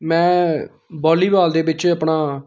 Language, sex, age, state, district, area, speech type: Dogri, male, 30-45, Jammu and Kashmir, Samba, rural, spontaneous